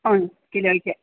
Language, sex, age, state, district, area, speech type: Malayalam, female, 45-60, Kerala, Idukki, rural, conversation